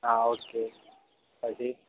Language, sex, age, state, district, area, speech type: Gujarati, male, 18-30, Gujarat, Aravalli, urban, conversation